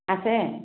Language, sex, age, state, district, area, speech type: Assamese, female, 45-60, Assam, Dhemaji, urban, conversation